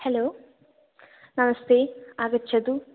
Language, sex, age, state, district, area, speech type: Sanskrit, female, 18-30, Kerala, Thrissur, rural, conversation